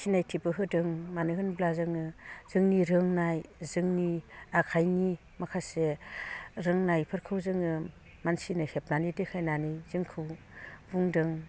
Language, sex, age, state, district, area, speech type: Bodo, female, 45-60, Assam, Udalguri, rural, spontaneous